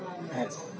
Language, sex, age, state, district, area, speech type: Kannada, male, 45-60, Karnataka, Bellary, rural, spontaneous